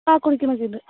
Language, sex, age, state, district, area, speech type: Malayalam, female, 18-30, Kerala, Wayanad, rural, conversation